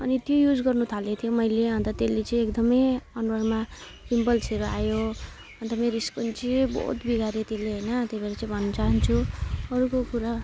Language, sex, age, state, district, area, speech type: Nepali, female, 18-30, West Bengal, Alipurduar, urban, spontaneous